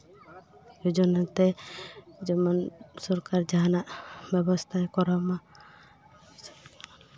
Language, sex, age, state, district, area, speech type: Santali, female, 18-30, West Bengal, Paschim Bardhaman, rural, spontaneous